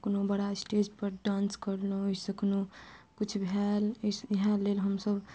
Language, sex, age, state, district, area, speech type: Maithili, female, 30-45, Bihar, Madhubani, rural, spontaneous